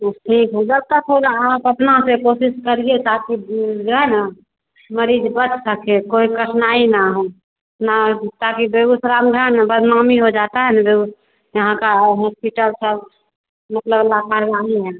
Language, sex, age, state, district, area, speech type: Hindi, female, 30-45, Bihar, Begusarai, rural, conversation